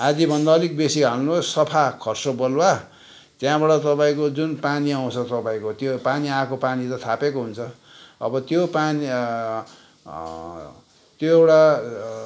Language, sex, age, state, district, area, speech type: Nepali, male, 60+, West Bengal, Kalimpong, rural, spontaneous